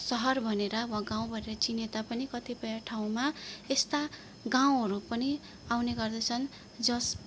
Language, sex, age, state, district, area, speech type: Nepali, female, 30-45, West Bengal, Darjeeling, rural, spontaneous